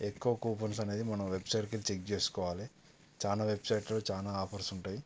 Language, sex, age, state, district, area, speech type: Telugu, male, 30-45, Telangana, Yadadri Bhuvanagiri, urban, spontaneous